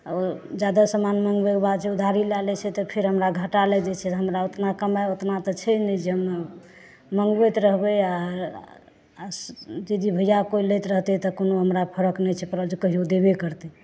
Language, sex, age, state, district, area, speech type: Maithili, female, 45-60, Bihar, Madhepura, rural, spontaneous